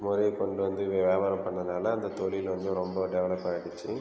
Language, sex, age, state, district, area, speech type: Tamil, male, 18-30, Tamil Nadu, Viluppuram, rural, spontaneous